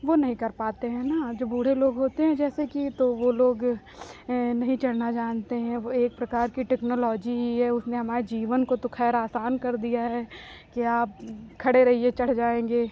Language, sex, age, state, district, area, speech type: Hindi, female, 30-45, Uttar Pradesh, Lucknow, rural, spontaneous